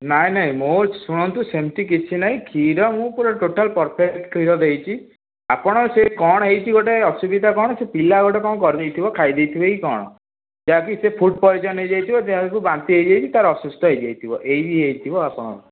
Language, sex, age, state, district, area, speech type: Odia, male, 18-30, Odisha, Cuttack, urban, conversation